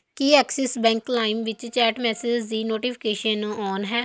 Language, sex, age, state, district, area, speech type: Punjabi, female, 18-30, Punjab, Fatehgarh Sahib, rural, read